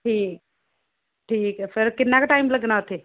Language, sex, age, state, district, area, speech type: Punjabi, female, 60+, Punjab, Shaheed Bhagat Singh Nagar, rural, conversation